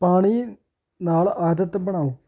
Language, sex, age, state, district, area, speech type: Punjabi, male, 18-30, Punjab, Hoshiarpur, rural, spontaneous